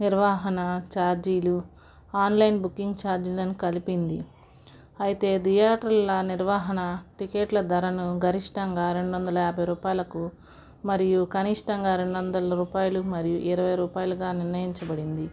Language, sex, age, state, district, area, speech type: Telugu, female, 45-60, Andhra Pradesh, Guntur, urban, spontaneous